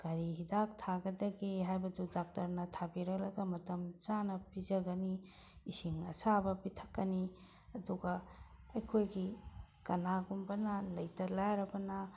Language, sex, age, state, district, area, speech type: Manipuri, female, 60+, Manipur, Bishnupur, rural, spontaneous